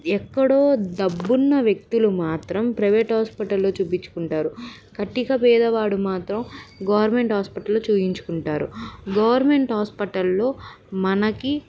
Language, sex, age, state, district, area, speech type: Telugu, female, 18-30, Andhra Pradesh, Vizianagaram, urban, spontaneous